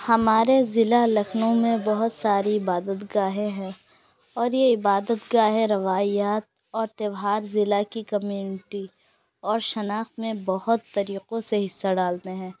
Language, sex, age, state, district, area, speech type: Urdu, female, 18-30, Uttar Pradesh, Lucknow, urban, spontaneous